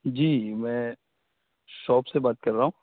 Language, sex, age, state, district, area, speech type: Urdu, male, 18-30, Uttar Pradesh, Saharanpur, urban, conversation